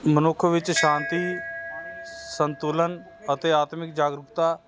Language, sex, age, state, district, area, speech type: Punjabi, male, 30-45, Punjab, Hoshiarpur, urban, spontaneous